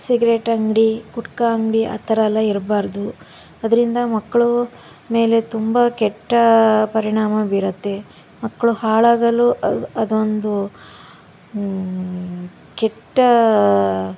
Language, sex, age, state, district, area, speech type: Kannada, female, 30-45, Karnataka, Shimoga, rural, spontaneous